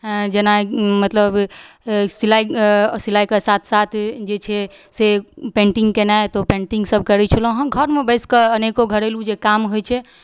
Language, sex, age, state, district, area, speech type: Maithili, female, 18-30, Bihar, Darbhanga, rural, spontaneous